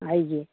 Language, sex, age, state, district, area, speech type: Hindi, female, 60+, Bihar, Madhepura, urban, conversation